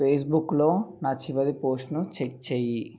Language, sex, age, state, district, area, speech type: Telugu, male, 18-30, Telangana, Nalgonda, urban, read